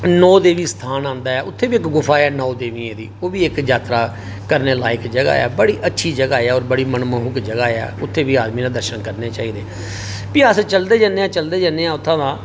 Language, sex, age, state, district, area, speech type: Dogri, male, 45-60, Jammu and Kashmir, Reasi, urban, spontaneous